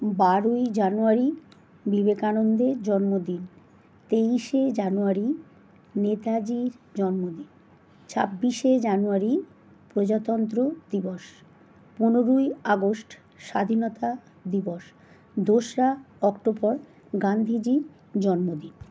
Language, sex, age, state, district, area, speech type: Bengali, female, 45-60, West Bengal, Howrah, urban, spontaneous